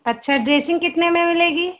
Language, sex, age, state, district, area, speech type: Hindi, female, 30-45, Uttar Pradesh, Hardoi, rural, conversation